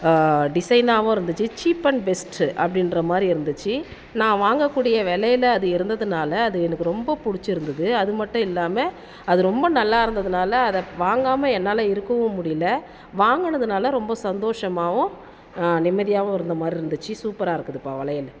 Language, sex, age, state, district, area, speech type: Tamil, female, 30-45, Tamil Nadu, Tiruvannamalai, urban, spontaneous